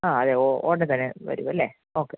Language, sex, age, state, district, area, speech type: Malayalam, female, 45-60, Kerala, Pathanamthitta, rural, conversation